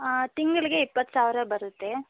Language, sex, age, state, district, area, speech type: Kannada, female, 18-30, Karnataka, Chikkaballapur, rural, conversation